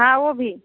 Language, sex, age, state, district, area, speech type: Hindi, female, 30-45, Uttar Pradesh, Bhadohi, urban, conversation